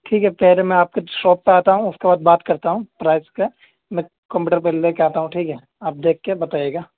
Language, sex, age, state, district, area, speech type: Urdu, male, 18-30, Delhi, North West Delhi, urban, conversation